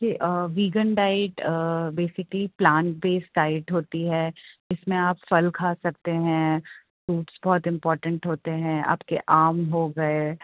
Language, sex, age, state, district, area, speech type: Urdu, female, 30-45, Uttar Pradesh, Rampur, urban, conversation